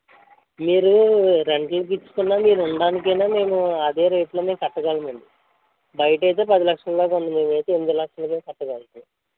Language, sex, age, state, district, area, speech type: Telugu, male, 30-45, Andhra Pradesh, East Godavari, rural, conversation